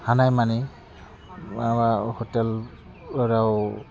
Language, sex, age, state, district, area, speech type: Bodo, male, 45-60, Assam, Udalguri, rural, spontaneous